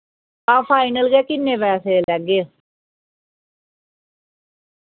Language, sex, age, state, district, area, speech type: Dogri, female, 60+, Jammu and Kashmir, Reasi, rural, conversation